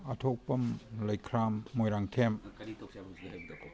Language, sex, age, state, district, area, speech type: Manipuri, male, 60+, Manipur, Imphal East, urban, spontaneous